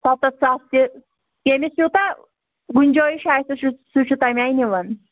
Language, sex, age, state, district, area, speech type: Kashmiri, female, 18-30, Jammu and Kashmir, Anantnag, rural, conversation